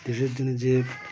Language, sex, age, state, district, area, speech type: Bengali, male, 60+, West Bengal, Birbhum, urban, spontaneous